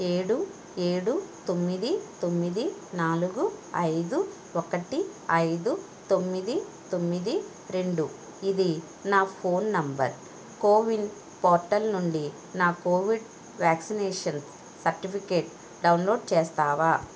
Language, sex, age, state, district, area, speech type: Telugu, female, 18-30, Andhra Pradesh, Konaseema, rural, read